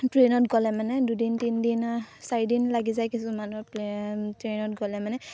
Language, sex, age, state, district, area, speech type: Assamese, female, 18-30, Assam, Sivasagar, rural, spontaneous